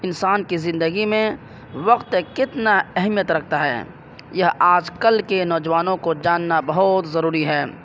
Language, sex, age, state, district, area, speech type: Urdu, male, 30-45, Bihar, Purnia, rural, spontaneous